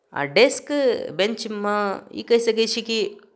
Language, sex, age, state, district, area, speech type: Maithili, male, 30-45, Bihar, Darbhanga, rural, spontaneous